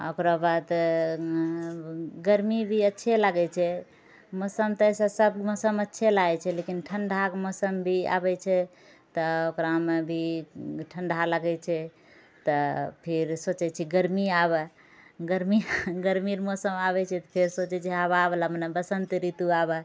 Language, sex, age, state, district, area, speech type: Maithili, female, 45-60, Bihar, Purnia, rural, spontaneous